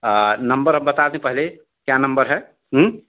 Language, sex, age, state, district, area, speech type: Hindi, male, 60+, Uttar Pradesh, Ghazipur, rural, conversation